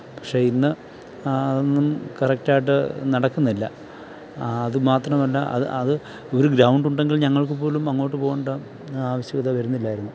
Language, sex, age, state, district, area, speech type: Malayalam, male, 30-45, Kerala, Thiruvananthapuram, rural, spontaneous